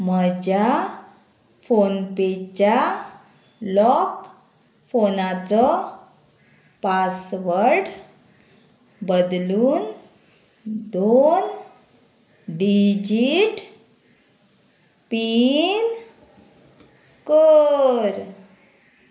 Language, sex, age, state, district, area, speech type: Goan Konkani, female, 30-45, Goa, Murmgao, urban, read